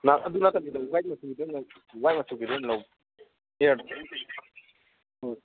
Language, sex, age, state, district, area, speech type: Manipuri, male, 18-30, Manipur, Kangpokpi, urban, conversation